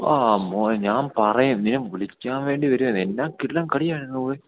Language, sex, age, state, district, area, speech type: Malayalam, male, 18-30, Kerala, Idukki, rural, conversation